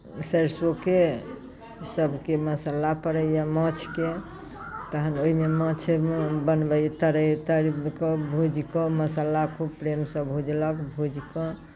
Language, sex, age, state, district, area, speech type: Maithili, female, 45-60, Bihar, Muzaffarpur, rural, spontaneous